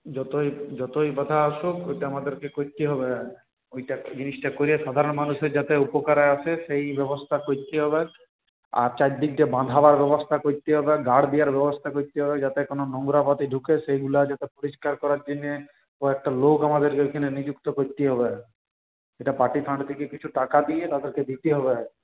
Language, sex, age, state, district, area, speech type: Bengali, male, 45-60, West Bengal, Purulia, urban, conversation